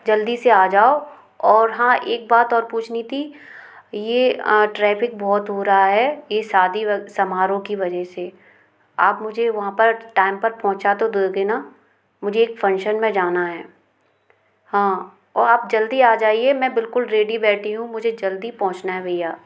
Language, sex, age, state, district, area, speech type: Hindi, female, 30-45, Madhya Pradesh, Gwalior, urban, spontaneous